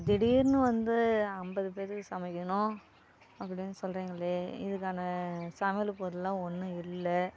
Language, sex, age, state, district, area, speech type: Tamil, female, 45-60, Tamil Nadu, Kallakurichi, urban, spontaneous